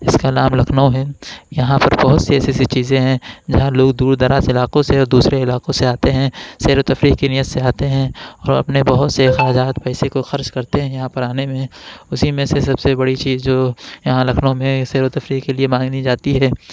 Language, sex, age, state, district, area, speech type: Urdu, male, 18-30, Uttar Pradesh, Lucknow, urban, spontaneous